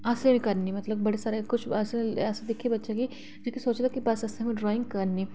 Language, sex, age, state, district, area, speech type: Dogri, female, 30-45, Jammu and Kashmir, Reasi, urban, spontaneous